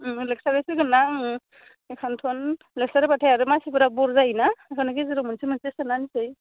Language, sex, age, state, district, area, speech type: Bodo, female, 18-30, Assam, Udalguri, urban, conversation